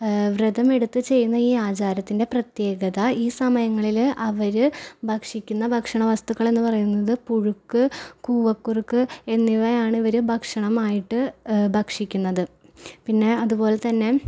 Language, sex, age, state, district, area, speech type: Malayalam, female, 18-30, Kerala, Ernakulam, rural, spontaneous